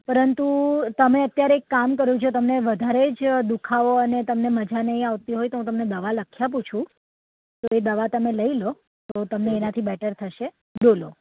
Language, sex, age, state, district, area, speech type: Gujarati, female, 30-45, Gujarat, Surat, urban, conversation